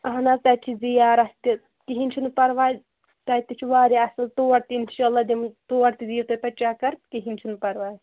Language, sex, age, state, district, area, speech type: Kashmiri, female, 30-45, Jammu and Kashmir, Shopian, rural, conversation